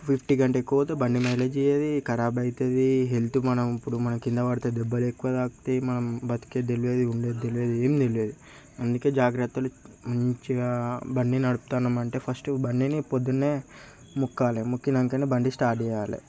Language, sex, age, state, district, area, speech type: Telugu, male, 18-30, Telangana, Peddapalli, rural, spontaneous